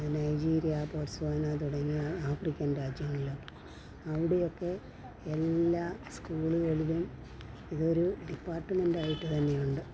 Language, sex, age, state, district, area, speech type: Malayalam, female, 60+, Kerala, Pathanamthitta, rural, spontaneous